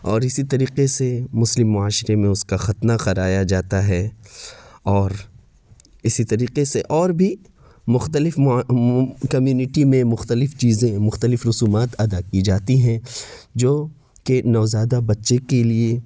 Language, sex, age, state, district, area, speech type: Urdu, male, 30-45, Uttar Pradesh, Lucknow, rural, spontaneous